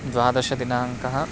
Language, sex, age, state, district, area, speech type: Sanskrit, male, 18-30, Karnataka, Bangalore Rural, rural, spontaneous